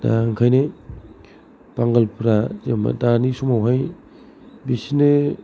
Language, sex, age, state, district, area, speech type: Bodo, male, 30-45, Assam, Kokrajhar, rural, spontaneous